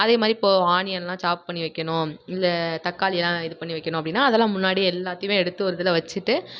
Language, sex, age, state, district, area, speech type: Tamil, female, 18-30, Tamil Nadu, Nagapattinam, rural, spontaneous